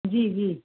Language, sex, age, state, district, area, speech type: Hindi, female, 30-45, Madhya Pradesh, Bhopal, urban, conversation